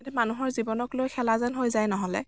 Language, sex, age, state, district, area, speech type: Assamese, female, 18-30, Assam, Dibrugarh, rural, spontaneous